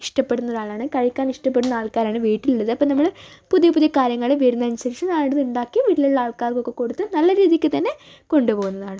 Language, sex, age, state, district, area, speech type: Malayalam, female, 30-45, Kerala, Wayanad, rural, spontaneous